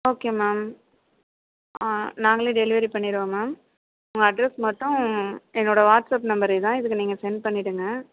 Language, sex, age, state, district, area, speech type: Tamil, female, 30-45, Tamil Nadu, Tiruvarur, rural, conversation